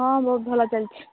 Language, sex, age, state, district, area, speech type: Odia, female, 18-30, Odisha, Jagatsinghpur, rural, conversation